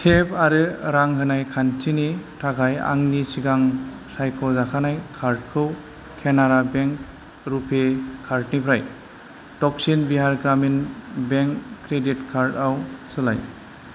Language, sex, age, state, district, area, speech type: Bodo, male, 45-60, Assam, Kokrajhar, rural, read